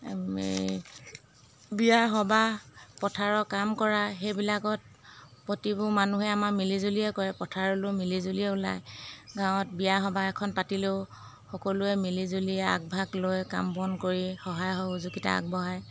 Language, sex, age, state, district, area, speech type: Assamese, female, 30-45, Assam, Jorhat, urban, spontaneous